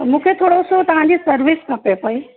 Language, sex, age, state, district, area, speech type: Sindhi, female, 30-45, Uttar Pradesh, Lucknow, urban, conversation